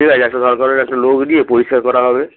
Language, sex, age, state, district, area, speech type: Bengali, male, 45-60, West Bengal, Hooghly, rural, conversation